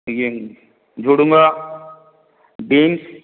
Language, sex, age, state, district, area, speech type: Odia, male, 60+, Odisha, Khordha, rural, conversation